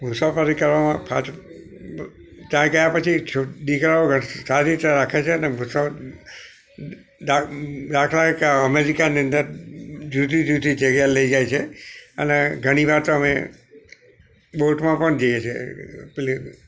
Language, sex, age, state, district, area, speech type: Gujarati, male, 60+, Gujarat, Narmada, urban, spontaneous